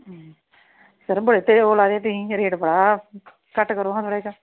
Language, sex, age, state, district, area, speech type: Punjabi, female, 30-45, Punjab, Pathankot, rural, conversation